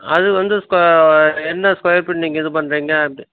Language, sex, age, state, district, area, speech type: Tamil, male, 60+, Tamil Nadu, Dharmapuri, rural, conversation